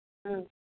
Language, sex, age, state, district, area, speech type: Manipuri, female, 30-45, Manipur, Churachandpur, rural, conversation